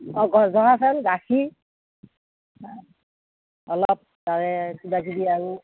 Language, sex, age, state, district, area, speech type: Assamese, female, 60+, Assam, Darrang, rural, conversation